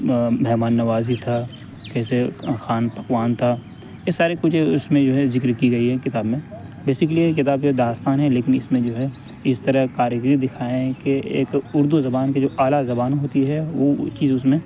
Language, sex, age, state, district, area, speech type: Urdu, male, 18-30, Delhi, North West Delhi, urban, spontaneous